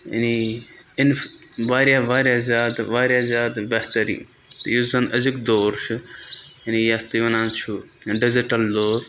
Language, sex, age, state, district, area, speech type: Kashmiri, male, 18-30, Jammu and Kashmir, Budgam, rural, spontaneous